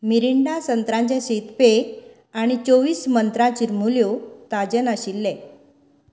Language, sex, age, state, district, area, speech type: Goan Konkani, female, 45-60, Goa, Canacona, rural, read